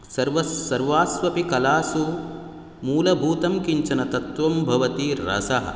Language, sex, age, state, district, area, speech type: Sanskrit, male, 30-45, Karnataka, Udupi, rural, spontaneous